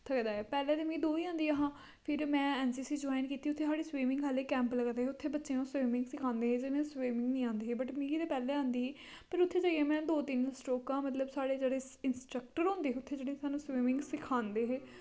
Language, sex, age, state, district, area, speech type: Dogri, female, 30-45, Jammu and Kashmir, Kathua, rural, spontaneous